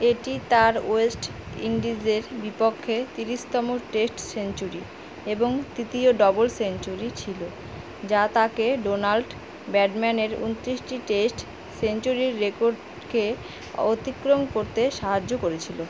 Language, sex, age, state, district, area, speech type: Bengali, female, 30-45, West Bengal, Alipurduar, rural, read